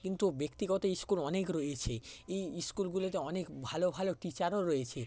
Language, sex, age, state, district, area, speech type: Bengali, male, 60+, West Bengal, Paschim Medinipur, rural, spontaneous